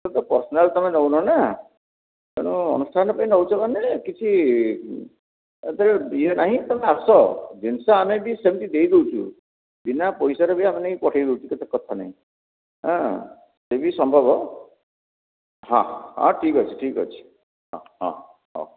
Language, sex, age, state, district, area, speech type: Odia, male, 60+, Odisha, Khordha, rural, conversation